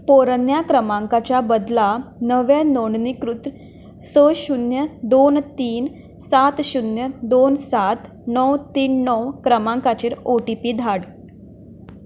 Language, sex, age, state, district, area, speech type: Goan Konkani, female, 18-30, Goa, Canacona, rural, read